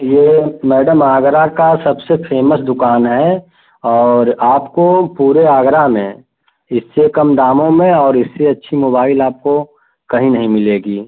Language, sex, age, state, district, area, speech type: Hindi, male, 30-45, Uttar Pradesh, Prayagraj, urban, conversation